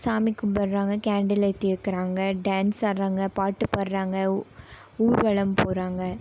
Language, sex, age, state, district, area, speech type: Tamil, female, 18-30, Tamil Nadu, Coimbatore, rural, spontaneous